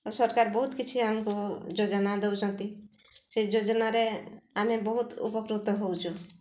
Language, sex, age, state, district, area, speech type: Odia, female, 60+, Odisha, Mayurbhanj, rural, spontaneous